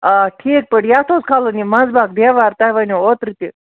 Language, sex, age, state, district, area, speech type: Kashmiri, female, 18-30, Jammu and Kashmir, Baramulla, rural, conversation